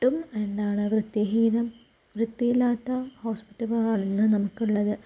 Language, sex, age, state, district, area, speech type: Malayalam, female, 30-45, Kerala, Palakkad, rural, spontaneous